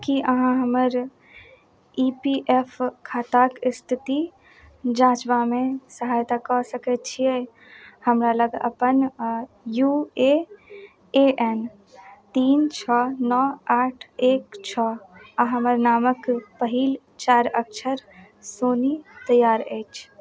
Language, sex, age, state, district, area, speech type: Maithili, female, 30-45, Bihar, Madhubani, rural, read